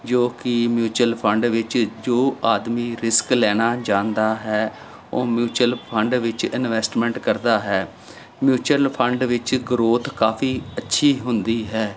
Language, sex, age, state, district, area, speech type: Punjabi, male, 45-60, Punjab, Jalandhar, urban, spontaneous